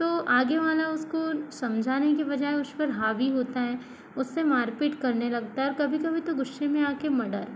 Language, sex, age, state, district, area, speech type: Hindi, female, 60+, Madhya Pradesh, Balaghat, rural, spontaneous